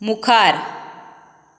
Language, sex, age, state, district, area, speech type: Goan Konkani, female, 30-45, Goa, Canacona, rural, read